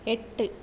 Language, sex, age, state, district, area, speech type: Malayalam, female, 30-45, Kerala, Kasaragod, rural, read